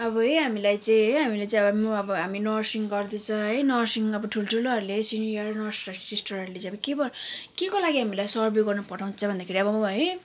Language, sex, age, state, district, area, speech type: Nepali, female, 18-30, West Bengal, Kalimpong, rural, spontaneous